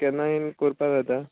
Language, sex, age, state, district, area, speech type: Goan Konkani, male, 30-45, Goa, Murmgao, rural, conversation